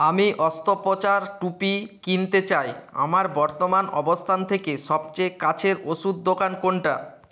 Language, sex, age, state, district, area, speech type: Bengali, male, 45-60, West Bengal, Nadia, rural, read